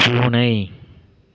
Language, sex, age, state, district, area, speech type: Tamil, male, 18-30, Tamil Nadu, Mayiladuthurai, rural, read